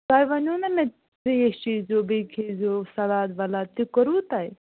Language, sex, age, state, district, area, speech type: Kashmiri, female, 18-30, Jammu and Kashmir, Budgam, rural, conversation